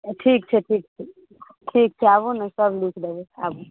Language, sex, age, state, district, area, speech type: Maithili, female, 18-30, Bihar, Araria, urban, conversation